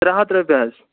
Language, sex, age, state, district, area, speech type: Kashmiri, male, 18-30, Jammu and Kashmir, Anantnag, rural, conversation